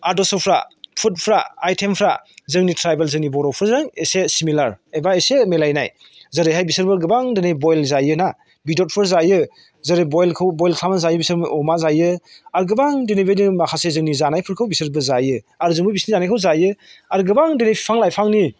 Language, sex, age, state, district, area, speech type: Bodo, male, 45-60, Assam, Chirang, rural, spontaneous